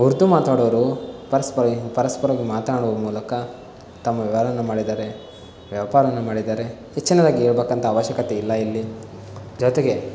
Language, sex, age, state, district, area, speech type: Kannada, male, 18-30, Karnataka, Davanagere, rural, spontaneous